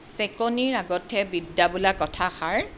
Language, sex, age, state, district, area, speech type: Assamese, female, 45-60, Assam, Tinsukia, urban, spontaneous